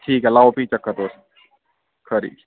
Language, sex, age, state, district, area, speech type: Dogri, male, 18-30, Jammu and Kashmir, Udhampur, rural, conversation